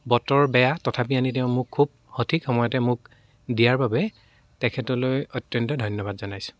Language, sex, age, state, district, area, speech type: Assamese, male, 18-30, Assam, Dibrugarh, rural, spontaneous